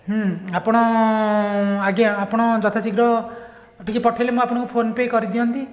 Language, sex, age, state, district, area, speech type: Odia, male, 45-60, Odisha, Puri, urban, spontaneous